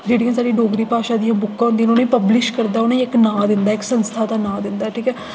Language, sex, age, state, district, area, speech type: Dogri, female, 18-30, Jammu and Kashmir, Jammu, urban, spontaneous